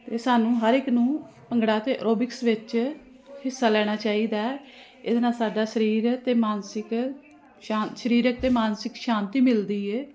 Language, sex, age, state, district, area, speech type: Punjabi, female, 45-60, Punjab, Jalandhar, urban, spontaneous